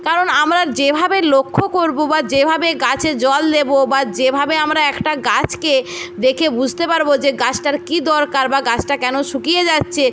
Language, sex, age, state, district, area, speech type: Bengali, female, 18-30, West Bengal, Jhargram, rural, spontaneous